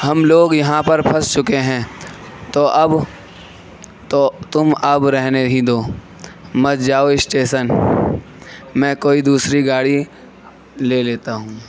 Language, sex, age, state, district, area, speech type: Urdu, male, 18-30, Uttar Pradesh, Gautam Buddha Nagar, rural, spontaneous